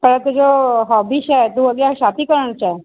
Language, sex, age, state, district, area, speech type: Sindhi, female, 30-45, Maharashtra, Thane, urban, conversation